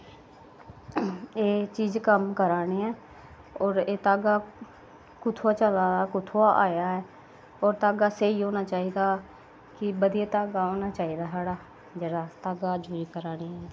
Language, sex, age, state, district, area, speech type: Dogri, female, 30-45, Jammu and Kashmir, Samba, rural, spontaneous